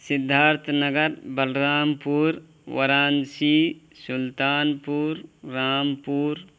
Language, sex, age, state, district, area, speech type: Urdu, male, 18-30, Uttar Pradesh, Balrampur, rural, spontaneous